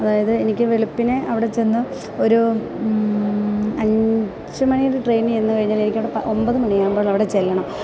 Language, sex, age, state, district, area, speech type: Malayalam, female, 45-60, Kerala, Kottayam, rural, spontaneous